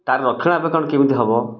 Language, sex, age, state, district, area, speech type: Odia, male, 45-60, Odisha, Kendrapara, urban, spontaneous